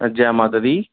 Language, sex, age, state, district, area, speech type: Dogri, male, 30-45, Jammu and Kashmir, Reasi, urban, conversation